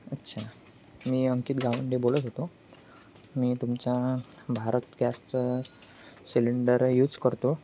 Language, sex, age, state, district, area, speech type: Marathi, male, 18-30, Maharashtra, Ratnagiri, rural, spontaneous